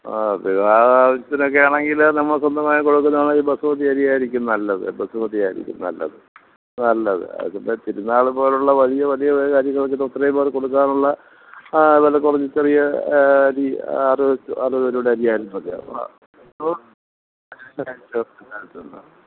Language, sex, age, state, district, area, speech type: Malayalam, male, 60+, Kerala, Thiruvananthapuram, rural, conversation